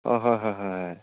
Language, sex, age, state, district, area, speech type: Assamese, male, 45-60, Assam, Sivasagar, rural, conversation